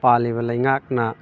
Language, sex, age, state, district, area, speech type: Manipuri, male, 18-30, Manipur, Thoubal, rural, spontaneous